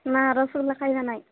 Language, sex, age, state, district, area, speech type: Odia, female, 18-30, Odisha, Nabarangpur, urban, conversation